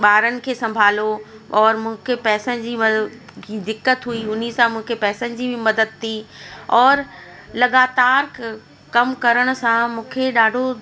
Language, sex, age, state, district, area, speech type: Sindhi, female, 45-60, Delhi, South Delhi, urban, spontaneous